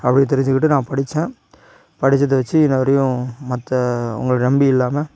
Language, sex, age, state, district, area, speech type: Tamil, male, 45-60, Tamil Nadu, Tiruchirappalli, rural, spontaneous